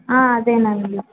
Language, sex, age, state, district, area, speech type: Telugu, female, 18-30, Andhra Pradesh, Srikakulam, urban, conversation